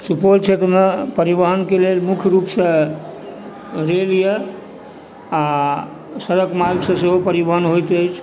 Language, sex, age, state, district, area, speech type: Maithili, male, 45-60, Bihar, Supaul, rural, spontaneous